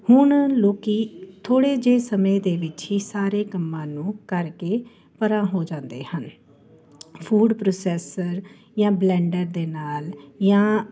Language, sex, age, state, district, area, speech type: Punjabi, female, 45-60, Punjab, Jalandhar, urban, spontaneous